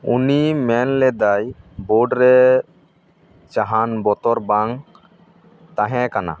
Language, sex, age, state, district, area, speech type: Santali, male, 30-45, West Bengal, Paschim Bardhaman, rural, read